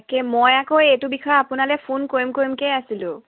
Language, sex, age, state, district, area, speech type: Assamese, female, 18-30, Assam, Dibrugarh, rural, conversation